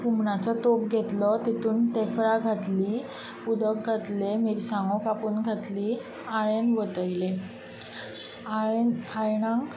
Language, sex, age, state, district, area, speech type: Goan Konkani, female, 30-45, Goa, Tiswadi, rural, spontaneous